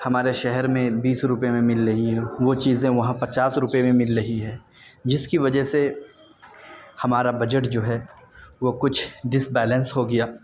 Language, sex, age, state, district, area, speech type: Urdu, male, 18-30, Delhi, North West Delhi, urban, spontaneous